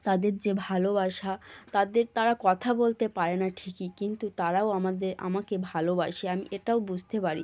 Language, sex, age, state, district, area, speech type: Bengali, female, 18-30, West Bengal, North 24 Parganas, rural, spontaneous